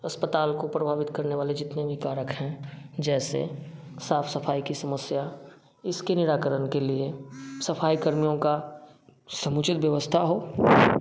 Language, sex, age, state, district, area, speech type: Hindi, male, 30-45, Bihar, Samastipur, urban, spontaneous